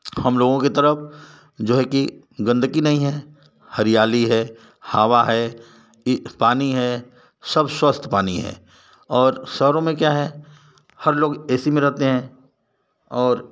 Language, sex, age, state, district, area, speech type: Hindi, male, 45-60, Uttar Pradesh, Varanasi, rural, spontaneous